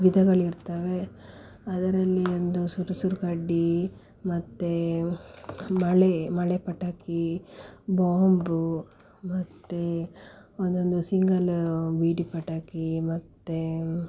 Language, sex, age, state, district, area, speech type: Kannada, female, 18-30, Karnataka, Dakshina Kannada, rural, spontaneous